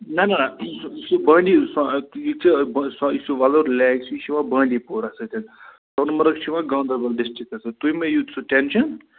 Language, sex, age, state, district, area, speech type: Kashmiri, male, 30-45, Jammu and Kashmir, Bandipora, rural, conversation